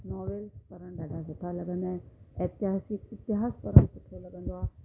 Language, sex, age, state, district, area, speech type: Sindhi, female, 45-60, Gujarat, Surat, urban, spontaneous